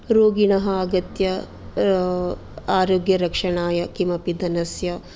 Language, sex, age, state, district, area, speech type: Sanskrit, female, 45-60, Karnataka, Dakshina Kannada, urban, spontaneous